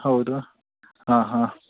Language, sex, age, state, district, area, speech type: Kannada, male, 18-30, Karnataka, Udupi, rural, conversation